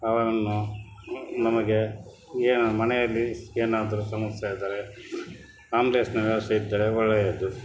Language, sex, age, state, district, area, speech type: Kannada, male, 60+, Karnataka, Dakshina Kannada, rural, spontaneous